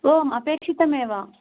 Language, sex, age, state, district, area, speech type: Sanskrit, female, 30-45, Andhra Pradesh, East Godavari, rural, conversation